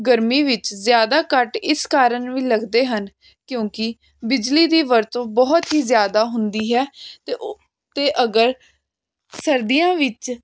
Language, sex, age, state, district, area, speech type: Punjabi, female, 18-30, Punjab, Jalandhar, urban, spontaneous